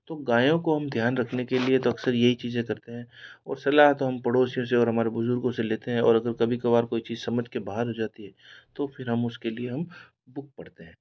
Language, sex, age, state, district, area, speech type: Hindi, male, 60+, Rajasthan, Jodhpur, urban, spontaneous